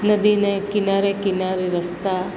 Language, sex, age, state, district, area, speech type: Gujarati, female, 60+, Gujarat, Valsad, urban, spontaneous